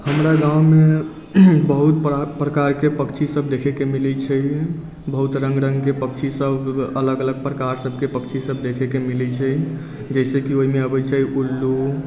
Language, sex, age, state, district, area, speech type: Maithili, male, 18-30, Bihar, Sitamarhi, rural, spontaneous